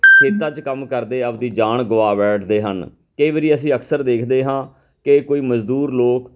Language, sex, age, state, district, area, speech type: Punjabi, male, 45-60, Punjab, Fatehgarh Sahib, urban, spontaneous